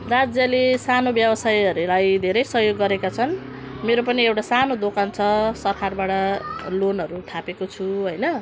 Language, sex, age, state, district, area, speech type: Nepali, female, 45-60, West Bengal, Jalpaiguri, urban, spontaneous